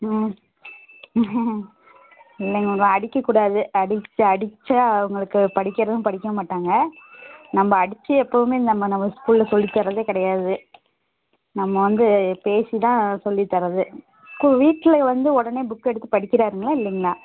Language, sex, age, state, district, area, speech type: Tamil, female, 30-45, Tamil Nadu, Namakkal, rural, conversation